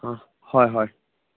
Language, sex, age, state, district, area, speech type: Assamese, male, 30-45, Assam, Dibrugarh, rural, conversation